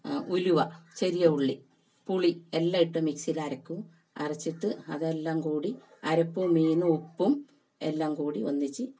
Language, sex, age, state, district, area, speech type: Malayalam, female, 45-60, Kerala, Kasaragod, rural, spontaneous